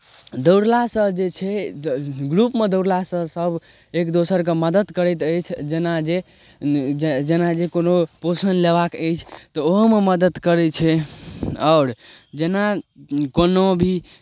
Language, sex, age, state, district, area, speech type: Maithili, male, 18-30, Bihar, Darbhanga, rural, spontaneous